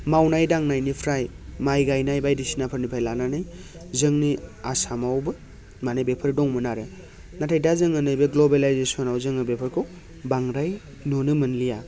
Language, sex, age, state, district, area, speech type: Bodo, male, 30-45, Assam, Baksa, urban, spontaneous